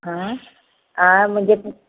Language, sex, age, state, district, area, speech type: Sindhi, female, 45-60, Gujarat, Kutch, urban, conversation